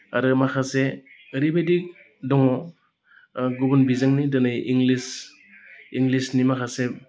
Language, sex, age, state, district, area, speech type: Bodo, male, 30-45, Assam, Udalguri, urban, spontaneous